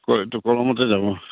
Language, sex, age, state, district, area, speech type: Assamese, male, 45-60, Assam, Charaideo, rural, conversation